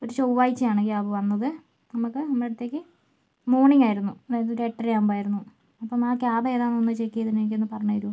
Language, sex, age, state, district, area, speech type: Malayalam, female, 30-45, Kerala, Kozhikode, urban, spontaneous